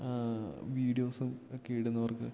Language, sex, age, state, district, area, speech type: Malayalam, male, 18-30, Kerala, Idukki, rural, spontaneous